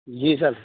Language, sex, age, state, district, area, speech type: Urdu, male, 18-30, Uttar Pradesh, Saharanpur, urban, conversation